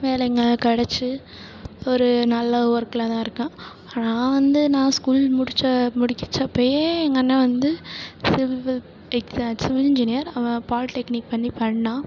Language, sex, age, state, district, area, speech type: Tamil, female, 18-30, Tamil Nadu, Perambalur, rural, spontaneous